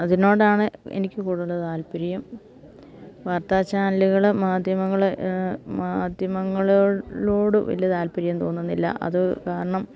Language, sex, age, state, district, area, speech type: Malayalam, female, 60+, Kerala, Idukki, rural, spontaneous